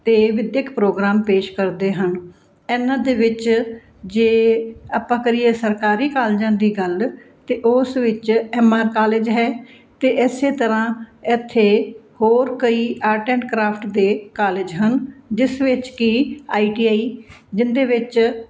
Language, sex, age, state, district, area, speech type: Punjabi, female, 45-60, Punjab, Fazilka, rural, spontaneous